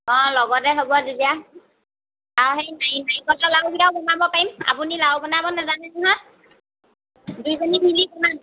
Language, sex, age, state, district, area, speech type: Assamese, female, 30-45, Assam, Lakhimpur, rural, conversation